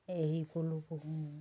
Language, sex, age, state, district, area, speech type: Assamese, female, 60+, Assam, Dibrugarh, rural, spontaneous